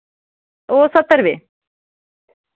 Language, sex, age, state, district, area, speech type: Dogri, female, 30-45, Jammu and Kashmir, Jammu, rural, conversation